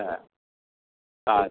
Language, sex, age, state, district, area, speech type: Bengali, male, 45-60, West Bengal, Dakshin Dinajpur, rural, conversation